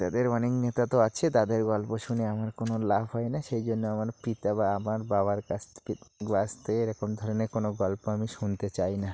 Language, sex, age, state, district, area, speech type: Bengali, male, 45-60, West Bengal, North 24 Parganas, rural, spontaneous